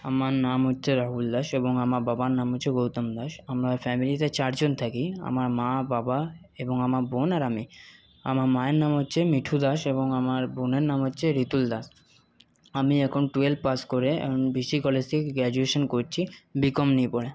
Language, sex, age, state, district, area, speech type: Bengali, male, 18-30, West Bengal, Paschim Bardhaman, rural, spontaneous